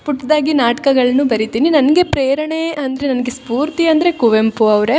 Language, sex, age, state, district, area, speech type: Kannada, female, 18-30, Karnataka, Chikkamagaluru, rural, spontaneous